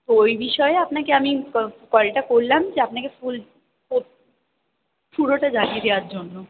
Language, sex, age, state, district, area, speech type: Bengali, female, 18-30, West Bengal, Purba Bardhaman, urban, conversation